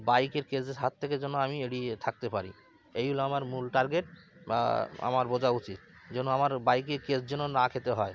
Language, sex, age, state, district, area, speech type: Bengali, male, 30-45, West Bengal, Cooch Behar, urban, spontaneous